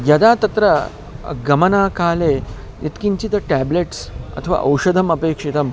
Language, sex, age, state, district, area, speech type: Sanskrit, male, 30-45, Karnataka, Bangalore Urban, urban, spontaneous